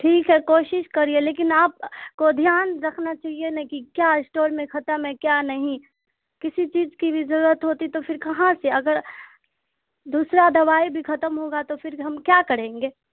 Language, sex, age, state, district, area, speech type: Urdu, female, 18-30, Bihar, Khagaria, rural, conversation